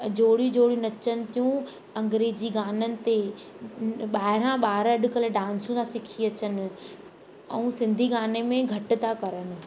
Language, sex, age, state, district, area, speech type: Sindhi, female, 18-30, Madhya Pradesh, Katni, urban, spontaneous